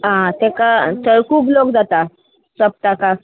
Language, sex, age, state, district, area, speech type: Goan Konkani, female, 30-45, Goa, Murmgao, rural, conversation